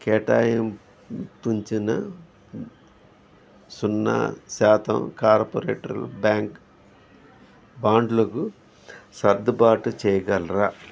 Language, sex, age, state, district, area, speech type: Telugu, male, 60+, Andhra Pradesh, N T Rama Rao, urban, read